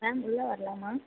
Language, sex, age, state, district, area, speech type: Tamil, female, 18-30, Tamil Nadu, Mayiladuthurai, rural, conversation